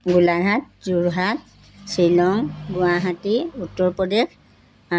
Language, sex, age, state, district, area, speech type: Assamese, female, 60+, Assam, Golaghat, rural, spontaneous